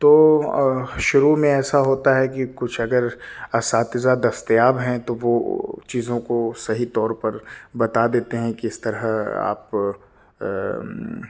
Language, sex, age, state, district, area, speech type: Urdu, male, 30-45, Delhi, South Delhi, urban, spontaneous